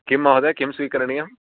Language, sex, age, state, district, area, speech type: Sanskrit, male, 30-45, Karnataka, Bangalore Urban, urban, conversation